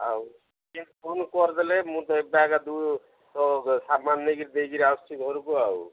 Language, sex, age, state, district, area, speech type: Odia, male, 45-60, Odisha, Koraput, rural, conversation